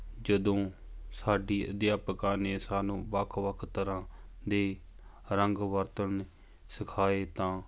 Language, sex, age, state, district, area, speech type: Punjabi, male, 30-45, Punjab, Fatehgarh Sahib, rural, spontaneous